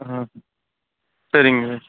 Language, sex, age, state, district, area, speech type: Tamil, male, 45-60, Tamil Nadu, Sivaganga, urban, conversation